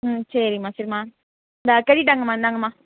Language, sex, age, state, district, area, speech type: Tamil, female, 18-30, Tamil Nadu, Madurai, rural, conversation